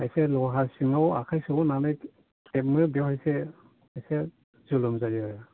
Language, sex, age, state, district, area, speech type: Bodo, male, 60+, Assam, Chirang, rural, conversation